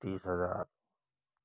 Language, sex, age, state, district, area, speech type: Hindi, male, 30-45, Rajasthan, Karauli, rural, spontaneous